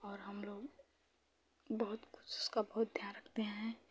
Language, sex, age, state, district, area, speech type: Hindi, female, 30-45, Uttar Pradesh, Chandauli, rural, spontaneous